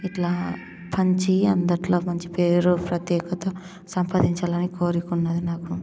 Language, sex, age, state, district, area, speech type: Telugu, female, 18-30, Telangana, Ranga Reddy, urban, spontaneous